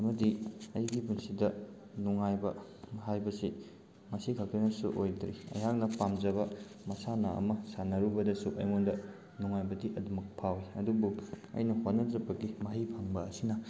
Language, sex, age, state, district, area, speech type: Manipuri, male, 18-30, Manipur, Thoubal, rural, spontaneous